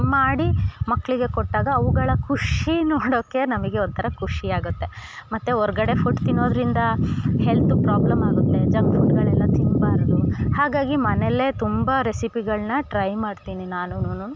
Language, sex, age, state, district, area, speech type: Kannada, female, 30-45, Karnataka, Chikkamagaluru, rural, spontaneous